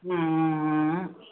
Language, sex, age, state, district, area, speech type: Tamil, female, 30-45, Tamil Nadu, Dharmapuri, rural, conversation